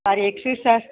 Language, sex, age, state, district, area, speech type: Tamil, female, 60+, Tamil Nadu, Nilgiris, rural, conversation